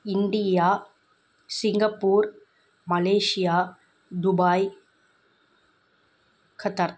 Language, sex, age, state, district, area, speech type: Tamil, female, 18-30, Tamil Nadu, Kanchipuram, urban, spontaneous